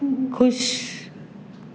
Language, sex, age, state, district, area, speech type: Sindhi, female, 45-60, Maharashtra, Mumbai Suburban, urban, read